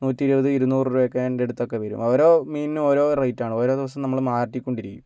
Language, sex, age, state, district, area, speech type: Malayalam, male, 30-45, Kerala, Kozhikode, urban, spontaneous